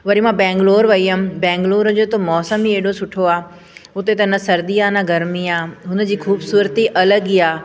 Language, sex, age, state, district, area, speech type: Sindhi, female, 45-60, Delhi, South Delhi, urban, spontaneous